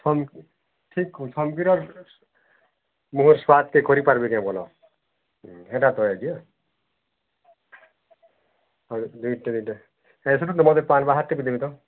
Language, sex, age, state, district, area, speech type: Odia, male, 30-45, Odisha, Bargarh, urban, conversation